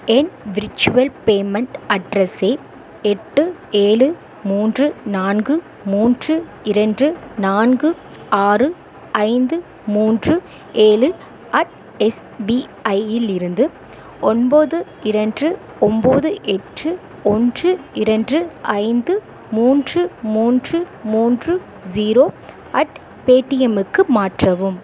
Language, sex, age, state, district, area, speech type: Tamil, female, 18-30, Tamil Nadu, Dharmapuri, urban, read